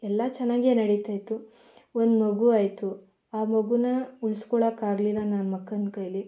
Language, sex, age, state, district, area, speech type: Kannada, female, 18-30, Karnataka, Mandya, rural, spontaneous